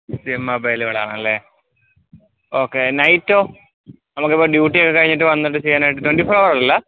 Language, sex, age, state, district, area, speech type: Malayalam, male, 30-45, Kerala, Alappuzha, rural, conversation